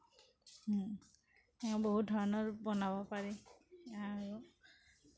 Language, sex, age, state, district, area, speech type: Assamese, female, 45-60, Assam, Kamrup Metropolitan, rural, spontaneous